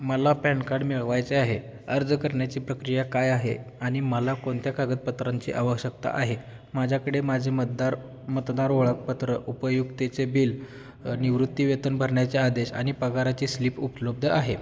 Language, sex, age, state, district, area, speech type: Marathi, male, 18-30, Maharashtra, Osmanabad, rural, read